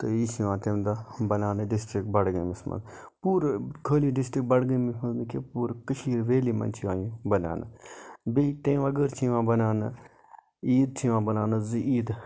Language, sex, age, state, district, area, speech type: Kashmiri, male, 60+, Jammu and Kashmir, Budgam, rural, spontaneous